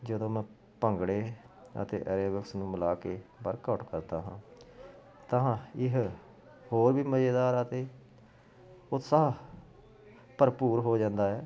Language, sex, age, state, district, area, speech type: Punjabi, male, 45-60, Punjab, Jalandhar, urban, spontaneous